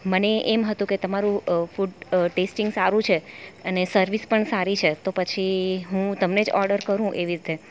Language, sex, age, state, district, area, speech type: Gujarati, female, 30-45, Gujarat, Valsad, rural, spontaneous